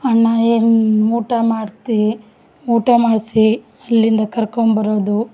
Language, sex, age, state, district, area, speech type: Kannada, female, 45-60, Karnataka, Vijayanagara, rural, spontaneous